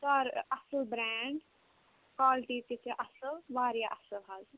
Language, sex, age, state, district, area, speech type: Kashmiri, female, 18-30, Jammu and Kashmir, Kulgam, rural, conversation